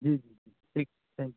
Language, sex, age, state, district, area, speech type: Urdu, male, 18-30, Uttar Pradesh, Saharanpur, urban, conversation